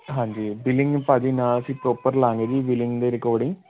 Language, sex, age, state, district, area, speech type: Punjabi, male, 18-30, Punjab, Fazilka, urban, conversation